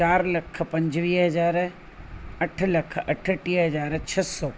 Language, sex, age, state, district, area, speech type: Sindhi, female, 45-60, Rajasthan, Ajmer, urban, spontaneous